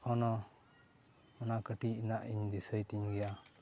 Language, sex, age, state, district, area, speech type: Santali, male, 30-45, West Bengal, Purba Bardhaman, rural, spontaneous